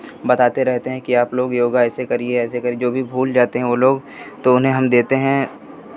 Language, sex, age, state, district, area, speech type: Hindi, male, 18-30, Uttar Pradesh, Pratapgarh, urban, spontaneous